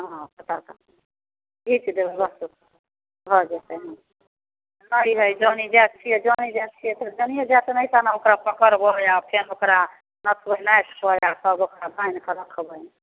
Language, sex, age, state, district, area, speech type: Maithili, female, 45-60, Bihar, Samastipur, rural, conversation